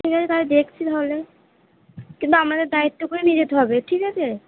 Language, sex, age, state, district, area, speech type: Bengali, female, 18-30, West Bengal, Purba Bardhaman, urban, conversation